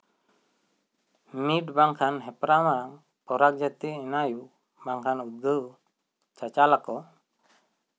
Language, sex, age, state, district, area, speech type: Santali, male, 30-45, West Bengal, Bankura, rural, spontaneous